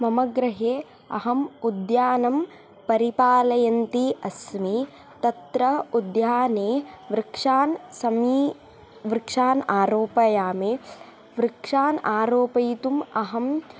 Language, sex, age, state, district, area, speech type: Sanskrit, female, 18-30, Karnataka, Tumkur, urban, spontaneous